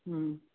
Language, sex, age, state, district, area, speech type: Kannada, female, 60+, Karnataka, Bangalore Rural, rural, conversation